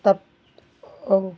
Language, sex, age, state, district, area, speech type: Hindi, female, 45-60, Uttar Pradesh, Hardoi, rural, spontaneous